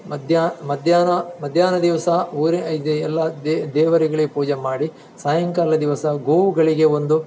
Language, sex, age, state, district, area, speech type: Kannada, male, 45-60, Karnataka, Dakshina Kannada, rural, spontaneous